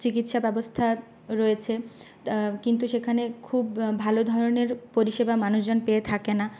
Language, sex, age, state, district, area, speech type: Bengali, female, 30-45, West Bengal, Purulia, rural, spontaneous